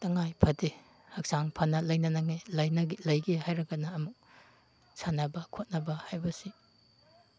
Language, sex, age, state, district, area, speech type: Manipuri, male, 30-45, Manipur, Chandel, rural, spontaneous